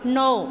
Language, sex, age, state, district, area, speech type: Punjabi, female, 30-45, Punjab, Patiala, rural, read